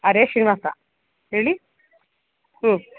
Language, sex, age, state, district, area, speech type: Kannada, female, 30-45, Karnataka, Mandya, rural, conversation